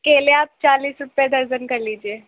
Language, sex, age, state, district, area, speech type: Urdu, female, 18-30, Uttar Pradesh, Gautam Buddha Nagar, rural, conversation